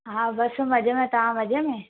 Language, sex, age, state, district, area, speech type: Sindhi, female, 18-30, Gujarat, Surat, urban, conversation